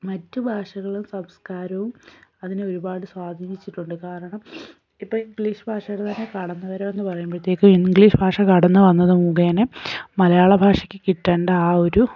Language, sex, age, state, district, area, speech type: Malayalam, female, 18-30, Kerala, Kozhikode, rural, spontaneous